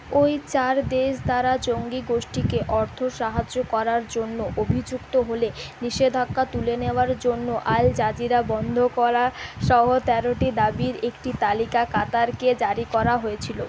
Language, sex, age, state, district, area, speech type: Bengali, female, 45-60, West Bengal, Purulia, urban, read